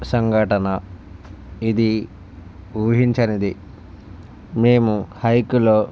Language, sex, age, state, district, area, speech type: Telugu, male, 45-60, Andhra Pradesh, Visakhapatnam, urban, spontaneous